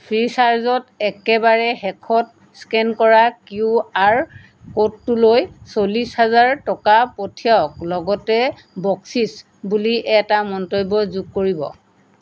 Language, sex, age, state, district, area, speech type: Assamese, female, 45-60, Assam, Golaghat, urban, read